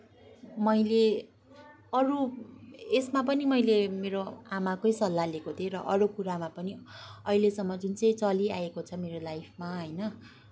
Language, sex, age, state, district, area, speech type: Nepali, female, 18-30, West Bengal, Kalimpong, rural, spontaneous